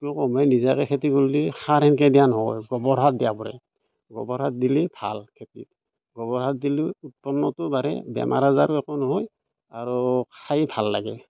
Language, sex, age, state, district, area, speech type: Assamese, male, 45-60, Assam, Barpeta, rural, spontaneous